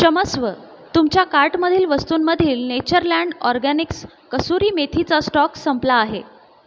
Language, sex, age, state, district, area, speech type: Marathi, female, 30-45, Maharashtra, Buldhana, urban, read